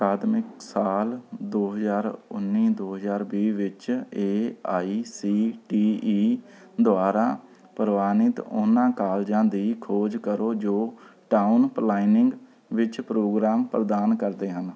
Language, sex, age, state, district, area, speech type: Punjabi, male, 30-45, Punjab, Rupnagar, rural, read